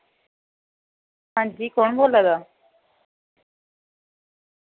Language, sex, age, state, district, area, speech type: Dogri, female, 30-45, Jammu and Kashmir, Samba, rural, conversation